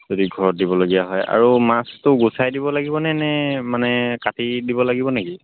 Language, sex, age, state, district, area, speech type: Assamese, male, 18-30, Assam, Lakhimpur, rural, conversation